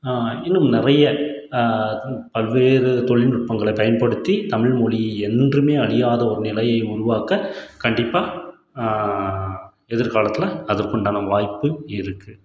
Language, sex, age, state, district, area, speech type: Tamil, male, 30-45, Tamil Nadu, Krishnagiri, rural, spontaneous